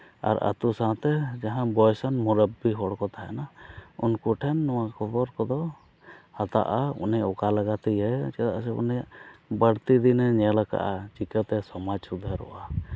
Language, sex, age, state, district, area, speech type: Santali, male, 30-45, Jharkhand, East Singhbhum, rural, spontaneous